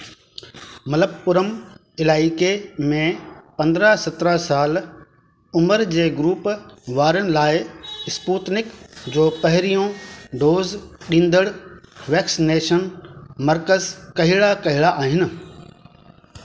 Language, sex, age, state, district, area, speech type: Sindhi, male, 45-60, Delhi, South Delhi, urban, read